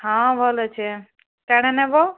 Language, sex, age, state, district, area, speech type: Odia, female, 30-45, Odisha, Kalahandi, rural, conversation